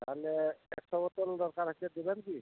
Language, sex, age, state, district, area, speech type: Bengali, male, 60+, West Bengal, Uttar Dinajpur, urban, conversation